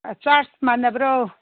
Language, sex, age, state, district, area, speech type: Manipuri, female, 60+, Manipur, Ukhrul, rural, conversation